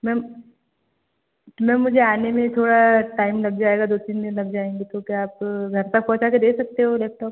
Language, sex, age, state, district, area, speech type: Hindi, female, 18-30, Madhya Pradesh, Betul, rural, conversation